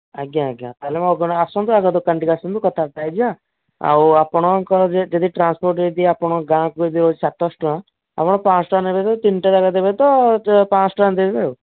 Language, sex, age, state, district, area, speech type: Odia, male, 18-30, Odisha, Nayagarh, rural, conversation